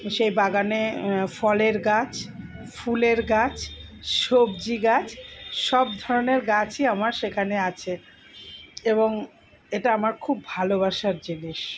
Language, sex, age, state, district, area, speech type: Bengali, female, 60+, West Bengal, Purba Bardhaman, urban, spontaneous